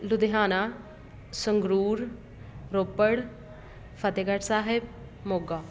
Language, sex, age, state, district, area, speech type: Punjabi, female, 30-45, Punjab, Patiala, urban, spontaneous